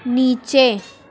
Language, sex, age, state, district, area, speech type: Urdu, female, 30-45, Uttar Pradesh, Lucknow, urban, read